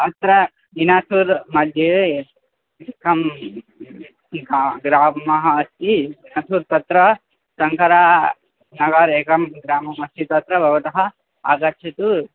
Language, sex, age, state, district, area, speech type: Sanskrit, male, 18-30, Assam, Tinsukia, rural, conversation